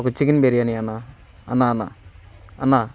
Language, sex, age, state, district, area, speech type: Telugu, male, 18-30, Andhra Pradesh, Bapatla, rural, spontaneous